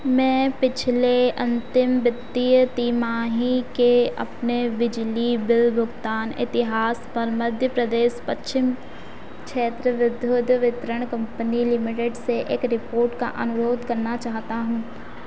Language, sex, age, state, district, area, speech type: Hindi, female, 30-45, Madhya Pradesh, Harda, urban, read